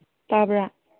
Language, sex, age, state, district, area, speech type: Manipuri, female, 18-30, Manipur, Kangpokpi, urban, conversation